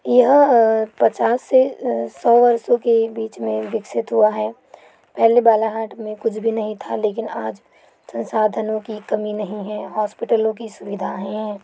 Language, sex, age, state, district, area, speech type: Hindi, other, 18-30, Madhya Pradesh, Balaghat, rural, spontaneous